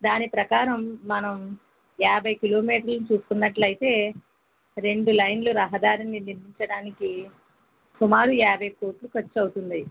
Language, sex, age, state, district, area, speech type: Telugu, female, 45-60, Andhra Pradesh, East Godavari, rural, conversation